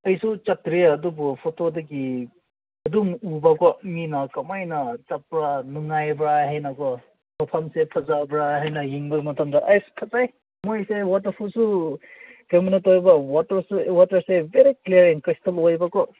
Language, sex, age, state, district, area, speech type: Manipuri, male, 18-30, Manipur, Senapati, rural, conversation